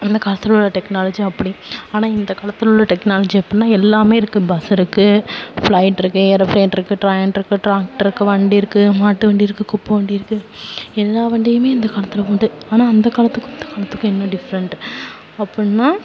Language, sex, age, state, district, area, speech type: Tamil, female, 18-30, Tamil Nadu, Tiruvarur, rural, spontaneous